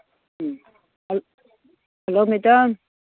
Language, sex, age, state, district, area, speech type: Manipuri, female, 60+, Manipur, Churachandpur, rural, conversation